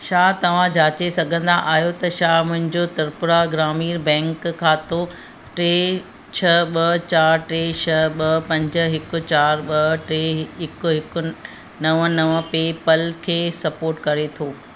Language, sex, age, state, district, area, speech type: Sindhi, female, 45-60, Maharashtra, Thane, urban, read